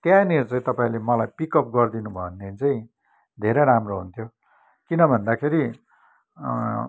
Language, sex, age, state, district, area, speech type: Nepali, male, 45-60, West Bengal, Kalimpong, rural, spontaneous